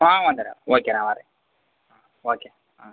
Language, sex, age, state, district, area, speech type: Tamil, male, 18-30, Tamil Nadu, Pudukkottai, rural, conversation